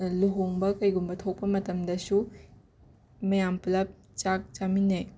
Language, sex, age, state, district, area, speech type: Manipuri, female, 18-30, Manipur, Imphal West, rural, spontaneous